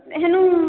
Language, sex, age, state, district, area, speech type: Odia, female, 60+, Odisha, Boudh, rural, conversation